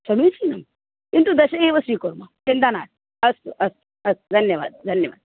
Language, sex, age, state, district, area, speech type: Sanskrit, female, 45-60, Maharashtra, Nagpur, urban, conversation